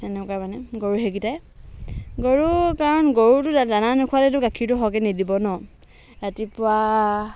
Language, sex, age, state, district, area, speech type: Assamese, female, 60+, Assam, Dhemaji, rural, spontaneous